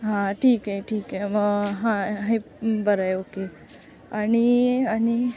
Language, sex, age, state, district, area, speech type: Marathi, female, 18-30, Maharashtra, Sindhudurg, rural, spontaneous